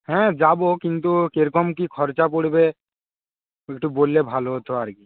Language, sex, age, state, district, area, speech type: Bengali, male, 60+, West Bengal, Nadia, rural, conversation